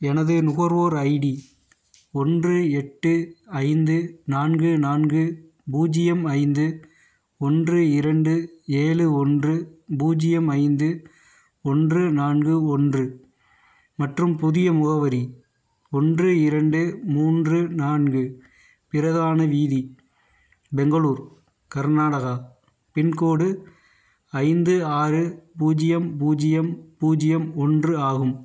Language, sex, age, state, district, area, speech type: Tamil, male, 30-45, Tamil Nadu, Theni, rural, read